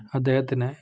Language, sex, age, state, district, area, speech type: Malayalam, male, 45-60, Kerala, Palakkad, rural, spontaneous